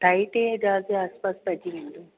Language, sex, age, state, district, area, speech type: Sindhi, female, 45-60, Delhi, South Delhi, urban, conversation